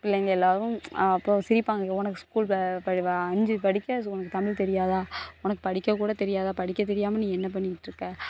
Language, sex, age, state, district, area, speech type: Tamil, female, 18-30, Tamil Nadu, Thoothukudi, urban, spontaneous